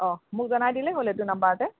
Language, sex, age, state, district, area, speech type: Assamese, female, 45-60, Assam, Sonitpur, urban, conversation